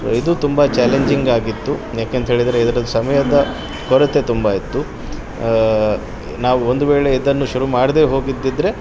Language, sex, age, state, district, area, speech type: Kannada, male, 30-45, Karnataka, Udupi, urban, spontaneous